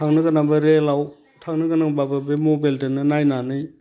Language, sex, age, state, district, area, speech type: Bodo, male, 60+, Assam, Udalguri, rural, spontaneous